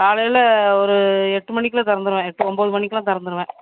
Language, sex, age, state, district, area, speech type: Tamil, female, 30-45, Tamil Nadu, Thoothukudi, urban, conversation